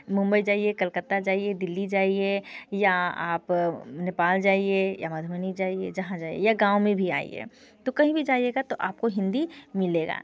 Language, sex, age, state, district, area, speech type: Hindi, female, 30-45, Bihar, Muzaffarpur, urban, spontaneous